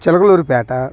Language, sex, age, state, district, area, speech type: Telugu, male, 30-45, Andhra Pradesh, Bapatla, urban, spontaneous